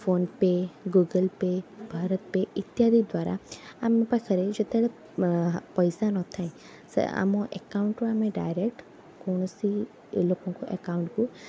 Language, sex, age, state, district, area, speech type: Odia, female, 18-30, Odisha, Cuttack, urban, spontaneous